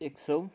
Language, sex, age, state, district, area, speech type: Nepali, male, 45-60, West Bengal, Kalimpong, rural, spontaneous